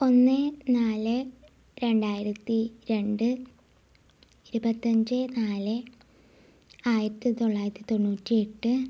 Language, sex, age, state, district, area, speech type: Malayalam, female, 18-30, Kerala, Ernakulam, rural, spontaneous